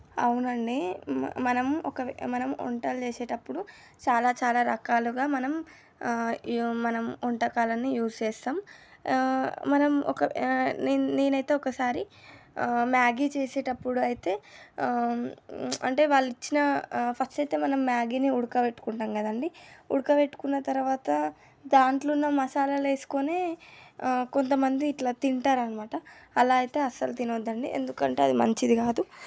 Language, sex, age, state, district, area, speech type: Telugu, female, 18-30, Telangana, Medchal, urban, spontaneous